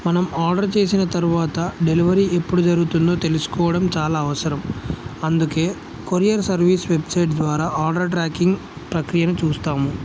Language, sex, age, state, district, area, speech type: Telugu, male, 18-30, Telangana, Jangaon, rural, spontaneous